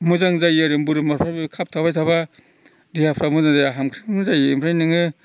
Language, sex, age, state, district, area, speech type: Bodo, male, 60+, Assam, Udalguri, rural, spontaneous